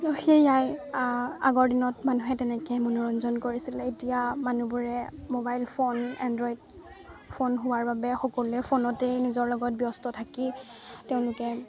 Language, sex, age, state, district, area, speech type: Assamese, female, 18-30, Assam, Lakhimpur, urban, spontaneous